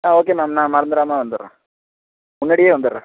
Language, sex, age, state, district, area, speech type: Tamil, male, 18-30, Tamil Nadu, Tiruvarur, urban, conversation